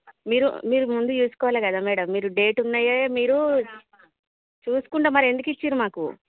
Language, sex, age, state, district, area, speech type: Telugu, female, 30-45, Telangana, Jagtial, urban, conversation